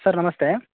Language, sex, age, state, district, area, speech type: Kannada, male, 30-45, Karnataka, Dharwad, rural, conversation